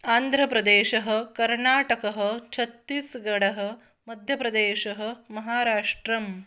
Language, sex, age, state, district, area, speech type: Sanskrit, female, 30-45, Maharashtra, Akola, urban, spontaneous